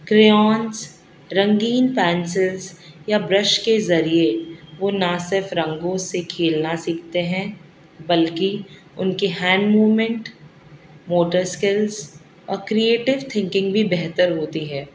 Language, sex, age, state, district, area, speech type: Urdu, female, 30-45, Delhi, South Delhi, urban, spontaneous